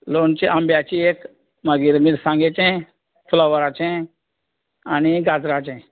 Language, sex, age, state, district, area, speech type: Goan Konkani, male, 45-60, Goa, Canacona, rural, conversation